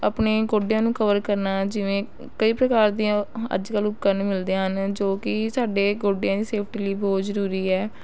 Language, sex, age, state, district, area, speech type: Punjabi, female, 18-30, Punjab, Rupnagar, urban, spontaneous